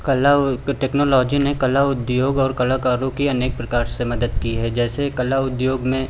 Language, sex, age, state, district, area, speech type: Hindi, male, 30-45, Uttar Pradesh, Lucknow, rural, spontaneous